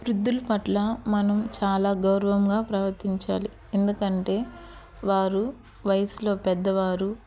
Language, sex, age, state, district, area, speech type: Telugu, female, 30-45, Andhra Pradesh, Eluru, urban, spontaneous